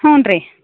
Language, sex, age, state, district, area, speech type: Kannada, female, 60+, Karnataka, Belgaum, rural, conversation